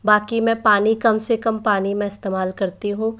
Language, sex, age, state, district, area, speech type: Hindi, female, 30-45, Rajasthan, Jaipur, urban, spontaneous